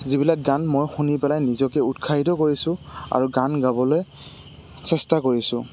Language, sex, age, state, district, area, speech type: Assamese, male, 18-30, Assam, Goalpara, rural, spontaneous